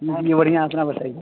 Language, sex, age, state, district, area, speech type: Urdu, male, 30-45, Bihar, Supaul, urban, conversation